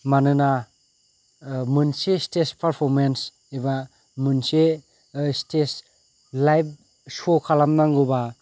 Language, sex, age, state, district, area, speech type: Bodo, male, 30-45, Assam, Kokrajhar, rural, spontaneous